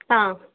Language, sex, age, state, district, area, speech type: Kannada, female, 45-60, Karnataka, Chikkaballapur, rural, conversation